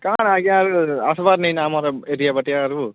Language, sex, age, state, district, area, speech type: Odia, male, 18-30, Odisha, Kalahandi, rural, conversation